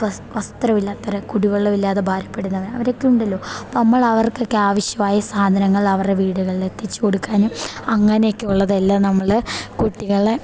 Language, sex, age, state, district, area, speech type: Malayalam, female, 18-30, Kerala, Idukki, rural, spontaneous